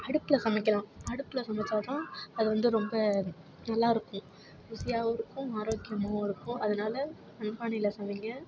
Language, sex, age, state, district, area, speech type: Tamil, female, 30-45, Tamil Nadu, Tiruvarur, rural, spontaneous